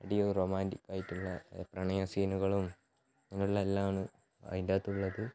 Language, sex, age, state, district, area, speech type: Malayalam, male, 18-30, Kerala, Kannur, rural, spontaneous